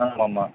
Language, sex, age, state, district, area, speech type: Tamil, male, 18-30, Tamil Nadu, Namakkal, rural, conversation